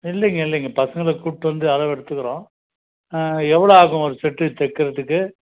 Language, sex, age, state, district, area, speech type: Tamil, male, 45-60, Tamil Nadu, Krishnagiri, rural, conversation